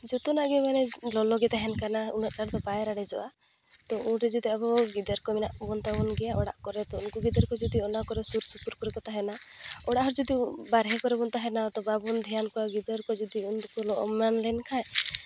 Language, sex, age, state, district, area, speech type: Santali, female, 18-30, West Bengal, Purulia, rural, spontaneous